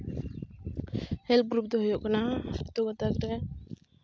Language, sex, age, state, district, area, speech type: Santali, female, 18-30, West Bengal, Jhargram, rural, spontaneous